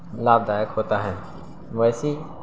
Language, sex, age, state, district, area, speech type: Urdu, male, 18-30, Bihar, Saharsa, rural, spontaneous